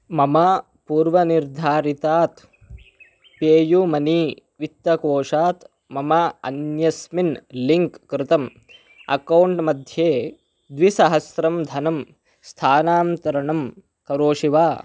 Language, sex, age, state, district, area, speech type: Sanskrit, male, 18-30, Karnataka, Chikkamagaluru, rural, read